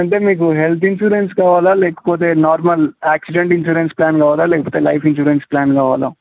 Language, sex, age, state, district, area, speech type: Telugu, male, 30-45, Telangana, Kamareddy, urban, conversation